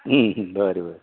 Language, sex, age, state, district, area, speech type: Goan Konkani, male, 60+, Goa, Canacona, rural, conversation